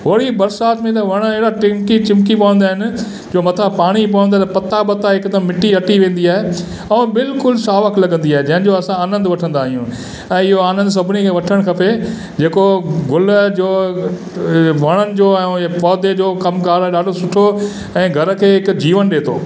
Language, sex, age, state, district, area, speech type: Sindhi, male, 60+, Gujarat, Kutch, rural, spontaneous